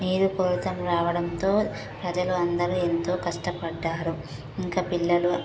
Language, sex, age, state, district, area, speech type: Telugu, female, 18-30, Telangana, Nagarkurnool, rural, spontaneous